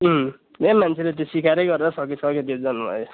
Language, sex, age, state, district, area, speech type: Nepali, male, 18-30, West Bengal, Jalpaiguri, rural, conversation